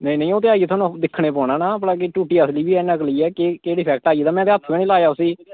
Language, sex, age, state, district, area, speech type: Dogri, male, 18-30, Jammu and Kashmir, Kathua, rural, conversation